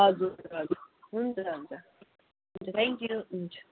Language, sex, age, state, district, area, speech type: Nepali, female, 18-30, West Bengal, Kalimpong, rural, conversation